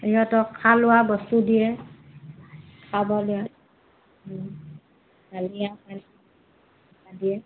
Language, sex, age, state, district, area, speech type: Assamese, female, 30-45, Assam, Udalguri, rural, conversation